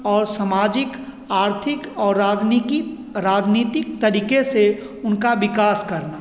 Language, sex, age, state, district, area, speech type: Hindi, male, 45-60, Bihar, Begusarai, urban, spontaneous